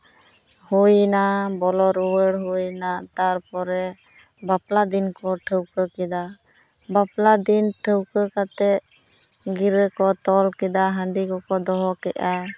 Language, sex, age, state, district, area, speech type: Santali, female, 30-45, West Bengal, Jhargram, rural, spontaneous